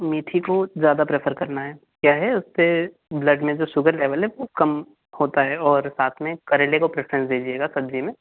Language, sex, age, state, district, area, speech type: Hindi, male, 18-30, Madhya Pradesh, Betul, urban, conversation